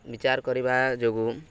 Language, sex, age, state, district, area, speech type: Odia, male, 18-30, Odisha, Nuapada, rural, spontaneous